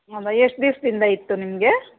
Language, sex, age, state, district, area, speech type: Kannada, female, 45-60, Karnataka, Bangalore Urban, urban, conversation